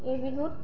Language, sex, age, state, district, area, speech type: Assamese, female, 18-30, Assam, Sivasagar, rural, spontaneous